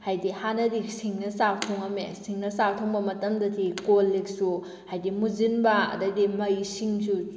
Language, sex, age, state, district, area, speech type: Manipuri, female, 18-30, Manipur, Kakching, rural, spontaneous